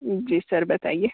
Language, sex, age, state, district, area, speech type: Hindi, male, 30-45, Uttar Pradesh, Sonbhadra, rural, conversation